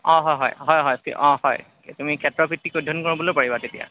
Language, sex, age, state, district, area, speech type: Assamese, male, 30-45, Assam, Morigaon, rural, conversation